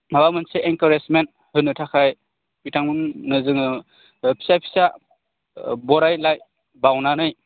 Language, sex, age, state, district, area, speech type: Bodo, male, 30-45, Assam, Udalguri, rural, conversation